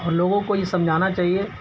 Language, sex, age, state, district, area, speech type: Urdu, male, 30-45, Uttar Pradesh, Shahjahanpur, urban, spontaneous